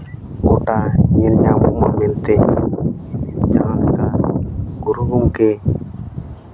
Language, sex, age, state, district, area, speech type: Santali, male, 30-45, Jharkhand, Seraikela Kharsawan, rural, spontaneous